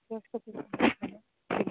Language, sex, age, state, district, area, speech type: Goan Konkani, female, 45-60, Goa, Murmgao, rural, conversation